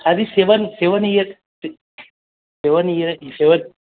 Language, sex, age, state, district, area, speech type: Telugu, male, 18-30, Telangana, Medak, rural, conversation